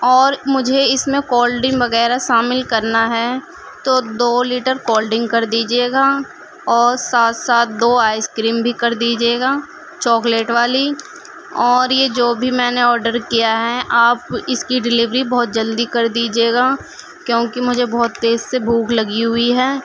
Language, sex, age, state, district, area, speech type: Urdu, female, 18-30, Uttar Pradesh, Gautam Buddha Nagar, urban, spontaneous